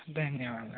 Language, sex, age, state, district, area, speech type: Telugu, male, 18-30, Andhra Pradesh, West Godavari, rural, conversation